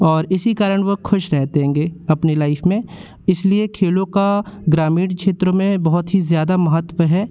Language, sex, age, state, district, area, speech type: Hindi, male, 18-30, Madhya Pradesh, Jabalpur, rural, spontaneous